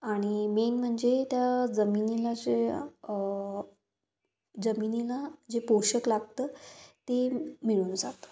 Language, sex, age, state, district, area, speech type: Marathi, female, 18-30, Maharashtra, Kolhapur, rural, spontaneous